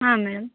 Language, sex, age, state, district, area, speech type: Kannada, female, 30-45, Karnataka, Vijayanagara, rural, conversation